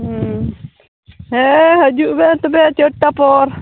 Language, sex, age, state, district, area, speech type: Santali, female, 45-60, West Bengal, Purba Bardhaman, rural, conversation